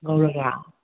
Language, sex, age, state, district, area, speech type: Manipuri, other, 30-45, Manipur, Imphal West, urban, conversation